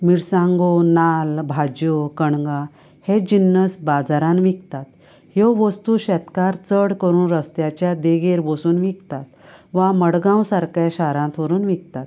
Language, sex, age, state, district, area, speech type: Goan Konkani, female, 45-60, Goa, Canacona, rural, spontaneous